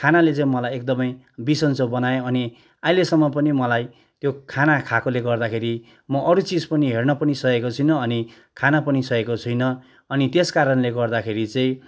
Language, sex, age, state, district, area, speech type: Nepali, male, 30-45, West Bengal, Kalimpong, rural, spontaneous